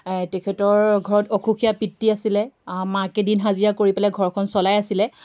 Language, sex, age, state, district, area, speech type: Assamese, female, 18-30, Assam, Golaghat, rural, spontaneous